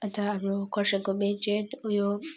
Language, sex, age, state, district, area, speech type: Nepali, female, 30-45, West Bengal, Darjeeling, rural, spontaneous